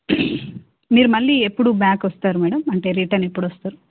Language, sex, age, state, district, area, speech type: Telugu, female, 30-45, Telangana, Hanamkonda, urban, conversation